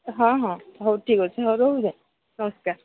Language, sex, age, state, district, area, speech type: Odia, female, 18-30, Odisha, Sambalpur, rural, conversation